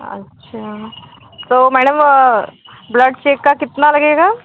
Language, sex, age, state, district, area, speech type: Hindi, female, 18-30, Uttar Pradesh, Mirzapur, urban, conversation